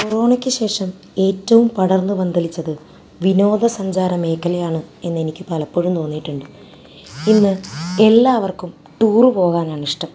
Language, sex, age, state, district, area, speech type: Malayalam, female, 30-45, Kerala, Thrissur, urban, spontaneous